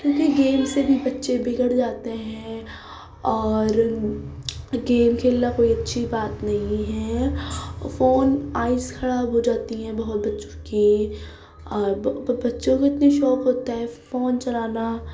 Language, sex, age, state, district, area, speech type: Urdu, female, 18-30, Uttar Pradesh, Ghaziabad, urban, spontaneous